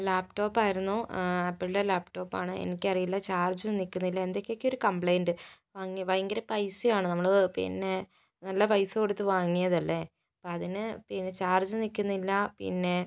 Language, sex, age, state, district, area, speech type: Malayalam, female, 18-30, Kerala, Kozhikode, urban, spontaneous